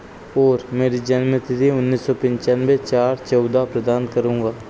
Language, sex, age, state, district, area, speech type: Hindi, male, 30-45, Madhya Pradesh, Harda, urban, read